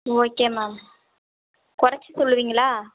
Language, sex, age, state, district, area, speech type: Tamil, female, 18-30, Tamil Nadu, Tiruvarur, rural, conversation